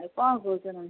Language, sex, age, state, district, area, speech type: Odia, female, 60+, Odisha, Jagatsinghpur, rural, conversation